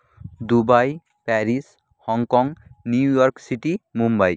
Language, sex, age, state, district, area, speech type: Bengali, male, 30-45, West Bengal, Nadia, rural, spontaneous